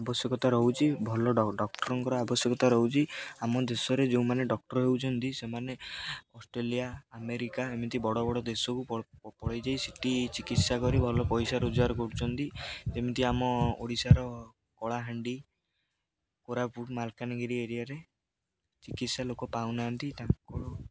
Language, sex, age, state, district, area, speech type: Odia, male, 18-30, Odisha, Jagatsinghpur, rural, spontaneous